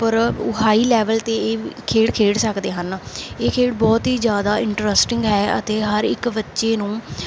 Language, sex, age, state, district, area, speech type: Punjabi, female, 18-30, Punjab, Mansa, rural, spontaneous